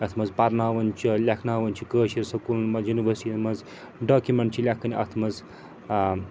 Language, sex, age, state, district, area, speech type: Kashmiri, male, 30-45, Jammu and Kashmir, Srinagar, urban, spontaneous